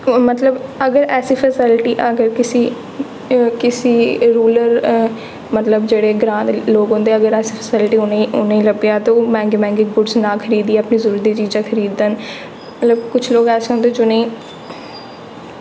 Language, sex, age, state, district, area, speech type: Dogri, female, 18-30, Jammu and Kashmir, Jammu, urban, spontaneous